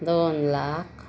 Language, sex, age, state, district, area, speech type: Marathi, female, 30-45, Maharashtra, Amravati, urban, spontaneous